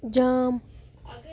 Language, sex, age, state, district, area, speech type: Kashmiri, female, 18-30, Jammu and Kashmir, Baramulla, rural, read